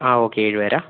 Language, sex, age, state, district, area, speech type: Malayalam, male, 60+, Kerala, Wayanad, rural, conversation